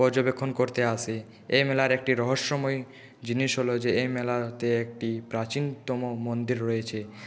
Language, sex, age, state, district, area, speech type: Bengali, male, 30-45, West Bengal, Purulia, urban, spontaneous